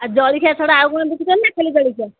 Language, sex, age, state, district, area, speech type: Odia, female, 60+, Odisha, Angul, rural, conversation